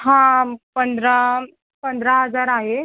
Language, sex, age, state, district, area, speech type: Marathi, female, 18-30, Maharashtra, Solapur, urban, conversation